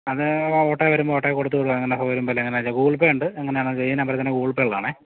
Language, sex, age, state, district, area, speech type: Malayalam, male, 30-45, Kerala, Idukki, rural, conversation